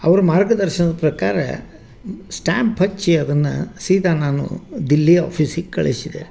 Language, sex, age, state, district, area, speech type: Kannada, male, 60+, Karnataka, Dharwad, rural, spontaneous